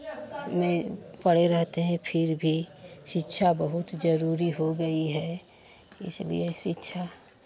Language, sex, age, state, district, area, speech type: Hindi, female, 45-60, Uttar Pradesh, Chandauli, rural, spontaneous